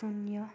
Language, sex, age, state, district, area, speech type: Nepali, female, 30-45, West Bengal, Darjeeling, rural, read